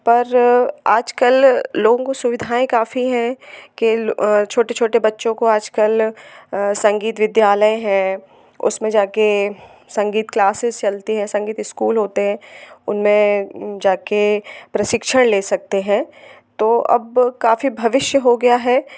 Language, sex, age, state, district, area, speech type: Hindi, female, 30-45, Madhya Pradesh, Hoshangabad, urban, spontaneous